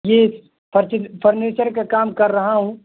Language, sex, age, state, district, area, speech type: Urdu, male, 18-30, Bihar, Purnia, rural, conversation